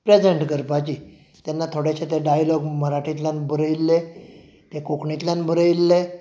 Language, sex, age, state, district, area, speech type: Goan Konkani, male, 45-60, Goa, Canacona, rural, spontaneous